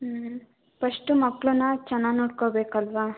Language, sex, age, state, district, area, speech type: Kannada, female, 18-30, Karnataka, Chitradurga, rural, conversation